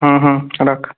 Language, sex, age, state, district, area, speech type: Bengali, male, 18-30, West Bengal, Kolkata, urban, conversation